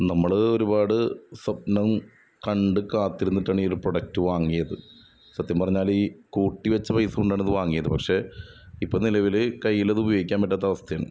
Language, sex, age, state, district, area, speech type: Malayalam, male, 30-45, Kerala, Ernakulam, rural, spontaneous